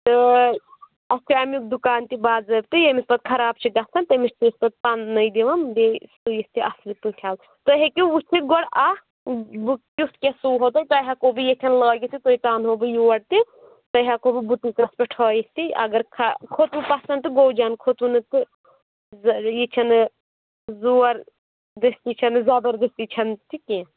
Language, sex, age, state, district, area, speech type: Kashmiri, female, 18-30, Jammu and Kashmir, Anantnag, rural, conversation